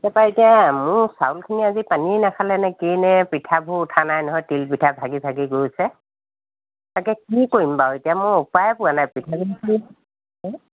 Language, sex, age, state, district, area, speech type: Assamese, female, 60+, Assam, Lakhimpur, urban, conversation